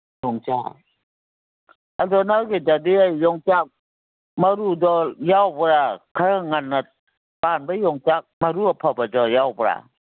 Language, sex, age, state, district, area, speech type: Manipuri, female, 60+, Manipur, Kangpokpi, urban, conversation